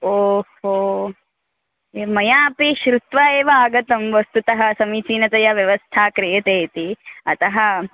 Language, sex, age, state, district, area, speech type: Sanskrit, female, 18-30, Karnataka, Uttara Kannada, urban, conversation